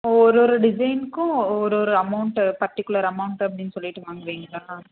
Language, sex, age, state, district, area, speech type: Tamil, female, 18-30, Tamil Nadu, Krishnagiri, rural, conversation